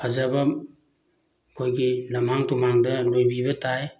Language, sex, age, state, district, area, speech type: Manipuri, male, 45-60, Manipur, Bishnupur, rural, spontaneous